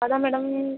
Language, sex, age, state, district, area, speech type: Tamil, female, 18-30, Tamil Nadu, Viluppuram, urban, conversation